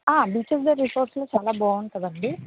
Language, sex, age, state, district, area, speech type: Telugu, female, 18-30, Telangana, Mancherial, rural, conversation